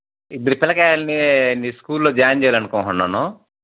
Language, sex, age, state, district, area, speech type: Telugu, male, 45-60, Andhra Pradesh, Sri Balaji, rural, conversation